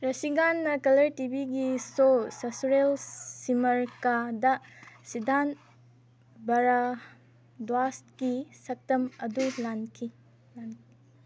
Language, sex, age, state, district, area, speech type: Manipuri, female, 18-30, Manipur, Kangpokpi, rural, read